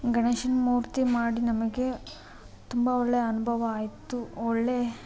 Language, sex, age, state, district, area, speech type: Kannada, female, 18-30, Karnataka, Chitradurga, rural, spontaneous